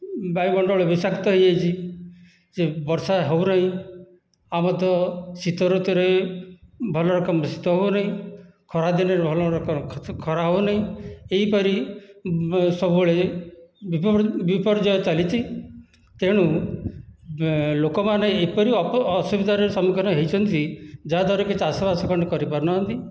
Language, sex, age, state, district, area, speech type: Odia, male, 60+, Odisha, Dhenkanal, rural, spontaneous